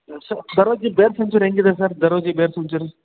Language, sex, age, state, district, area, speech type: Kannada, male, 18-30, Karnataka, Bellary, rural, conversation